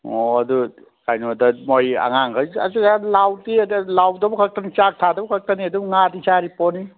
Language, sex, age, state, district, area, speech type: Manipuri, male, 60+, Manipur, Thoubal, rural, conversation